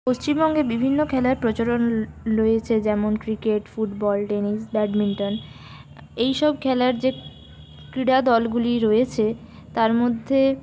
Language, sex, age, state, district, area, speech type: Bengali, female, 60+, West Bengal, Purulia, urban, spontaneous